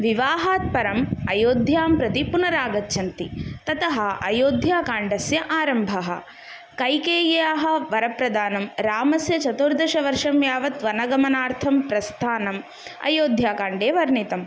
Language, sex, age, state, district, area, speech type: Sanskrit, female, 18-30, Tamil Nadu, Kanchipuram, urban, spontaneous